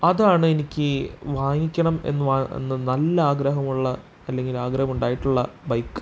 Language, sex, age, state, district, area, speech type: Malayalam, male, 18-30, Kerala, Thrissur, urban, spontaneous